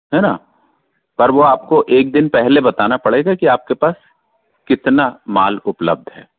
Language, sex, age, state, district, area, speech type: Hindi, male, 60+, Madhya Pradesh, Balaghat, rural, conversation